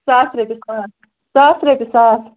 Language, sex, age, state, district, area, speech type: Kashmiri, female, 18-30, Jammu and Kashmir, Ganderbal, rural, conversation